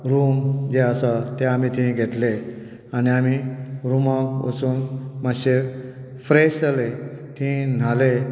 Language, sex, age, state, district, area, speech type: Goan Konkani, female, 60+, Goa, Canacona, rural, spontaneous